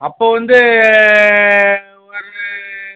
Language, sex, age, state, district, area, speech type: Tamil, male, 60+, Tamil Nadu, Cuddalore, rural, conversation